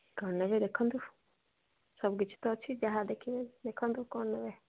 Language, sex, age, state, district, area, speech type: Odia, female, 60+, Odisha, Jharsuguda, rural, conversation